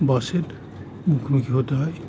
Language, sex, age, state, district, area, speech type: Bengali, male, 30-45, West Bengal, Howrah, urban, spontaneous